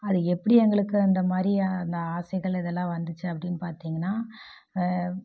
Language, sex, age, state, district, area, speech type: Tamil, female, 30-45, Tamil Nadu, Namakkal, rural, spontaneous